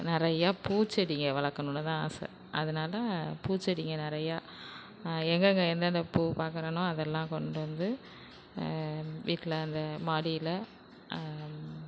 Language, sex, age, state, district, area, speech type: Tamil, female, 60+, Tamil Nadu, Nagapattinam, rural, spontaneous